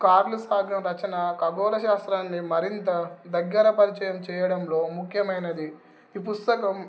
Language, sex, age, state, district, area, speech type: Telugu, male, 18-30, Telangana, Nizamabad, urban, spontaneous